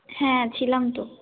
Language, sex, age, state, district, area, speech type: Bengali, female, 18-30, West Bengal, North 24 Parganas, rural, conversation